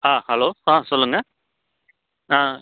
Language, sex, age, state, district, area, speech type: Tamil, male, 30-45, Tamil Nadu, Coimbatore, rural, conversation